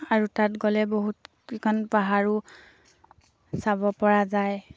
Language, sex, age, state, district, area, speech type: Assamese, female, 18-30, Assam, Sivasagar, rural, spontaneous